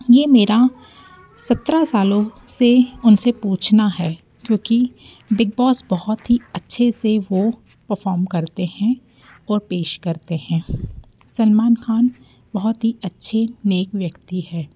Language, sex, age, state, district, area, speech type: Hindi, female, 30-45, Madhya Pradesh, Jabalpur, urban, spontaneous